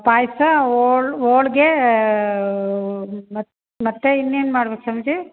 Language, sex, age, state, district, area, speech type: Kannada, female, 30-45, Karnataka, Chitradurga, urban, conversation